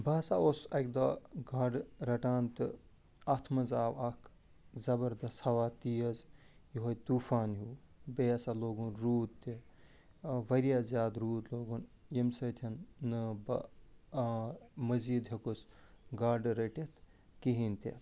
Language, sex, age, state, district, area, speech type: Kashmiri, male, 45-60, Jammu and Kashmir, Ganderbal, urban, spontaneous